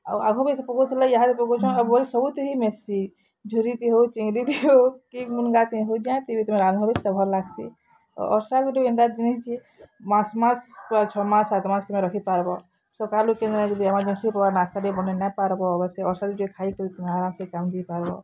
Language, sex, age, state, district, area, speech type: Odia, female, 45-60, Odisha, Bargarh, urban, spontaneous